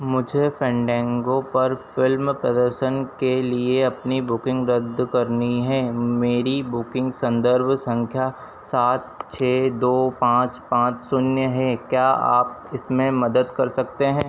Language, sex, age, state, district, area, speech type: Hindi, male, 30-45, Madhya Pradesh, Harda, urban, read